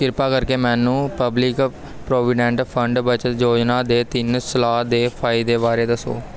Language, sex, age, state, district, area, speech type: Punjabi, male, 18-30, Punjab, Pathankot, rural, read